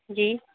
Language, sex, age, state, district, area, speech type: Hindi, female, 60+, Madhya Pradesh, Bhopal, urban, conversation